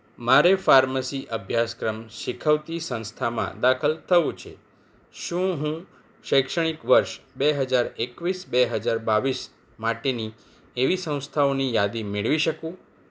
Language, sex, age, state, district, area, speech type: Gujarati, male, 45-60, Gujarat, Anand, urban, read